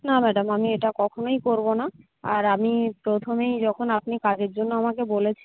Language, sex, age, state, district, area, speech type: Bengali, female, 30-45, West Bengal, Jhargram, rural, conversation